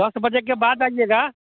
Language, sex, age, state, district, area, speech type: Hindi, male, 45-60, Bihar, Samastipur, urban, conversation